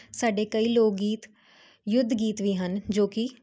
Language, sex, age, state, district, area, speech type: Punjabi, female, 18-30, Punjab, Jalandhar, urban, spontaneous